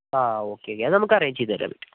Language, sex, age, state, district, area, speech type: Malayalam, female, 45-60, Kerala, Wayanad, rural, conversation